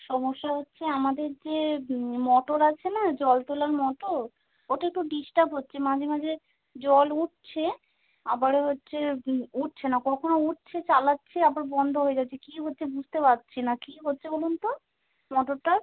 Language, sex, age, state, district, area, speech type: Bengali, female, 30-45, West Bengal, North 24 Parganas, urban, conversation